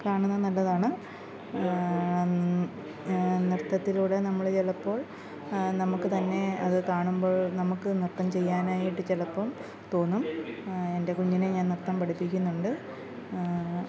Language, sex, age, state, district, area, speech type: Malayalam, female, 30-45, Kerala, Alappuzha, rural, spontaneous